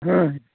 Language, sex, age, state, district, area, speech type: Maithili, male, 60+, Bihar, Sitamarhi, rural, conversation